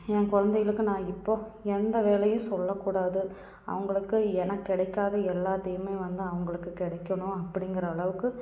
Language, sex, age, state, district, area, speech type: Tamil, female, 30-45, Tamil Nadu, Tiruppur, rural, spontaneous